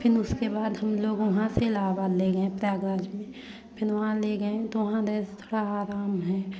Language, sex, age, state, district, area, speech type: Hindi, female, 30-45, Uttar Pradesh, Prayagraj, urban, spontaneous